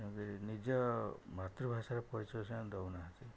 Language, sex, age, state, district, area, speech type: Odia, male, 60+, Odisha, Jagatsinghpur, rural, spontaneous